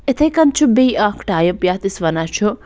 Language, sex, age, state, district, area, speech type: Kashmiri, female, 45-60, Jammu and Kashmir, Budgam, rural, spontaneous